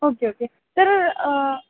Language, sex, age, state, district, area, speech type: Marathi, female, 18-30, Maharashtra, Jalna, rural, conversation